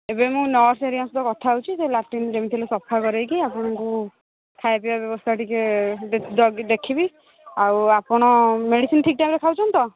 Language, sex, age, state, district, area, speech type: Odia, female, 45-60, Odisha, Angul, rural, conversation